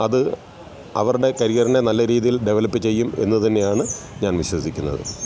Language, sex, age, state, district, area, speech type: Malayalam, male, 45-60, Kerala, Alappuzha, rural, spontaneous